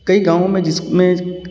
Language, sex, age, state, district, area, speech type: Hindi, male, 30-45, Uttar Pradesh, Varanasi, urban, spontaneous